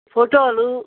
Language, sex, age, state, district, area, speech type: Telugu, female, 60+, Andhra Pradesh, Krishna, urban, conversation